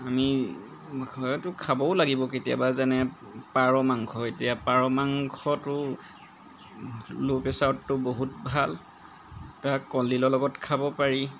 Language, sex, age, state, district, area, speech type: Assamese, male, 30-45, Assam, Golaghat, urban, spontaneous